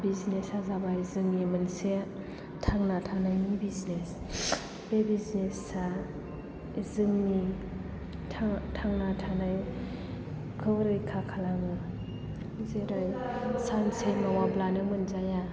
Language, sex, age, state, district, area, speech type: Bodo, female, 18-30, Assam, Chirang, urban, spontaneous